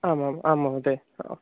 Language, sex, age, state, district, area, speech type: Sanskrit, male, 18-30, Uttar Pradesh, Mirzapur, rural, conversation